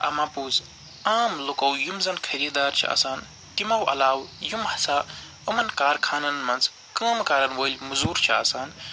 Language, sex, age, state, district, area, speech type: Kashmiri, male, 45-60, Jammu and Kashmir, Srinagar, urban, spontaneous